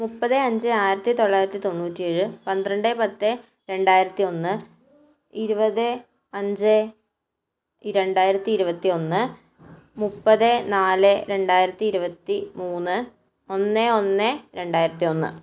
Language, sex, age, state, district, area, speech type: Malayalam, female, 18-30, Kerala, Kannur, rural, spontaneous